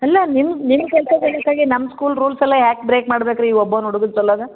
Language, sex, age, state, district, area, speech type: Kannada, female, 45-60, Karnataka, Gulbarga, urban, conversation